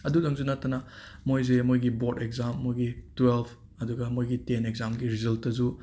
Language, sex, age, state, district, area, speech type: Manipuri, male, 30-45, Manipur, Imphal West, urban, spontaneous